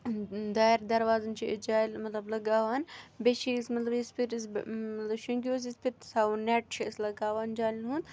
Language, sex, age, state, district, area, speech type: Kashmiri, female, 18-30, Jammu and Kashmir, Kupwara, rural, spontaneous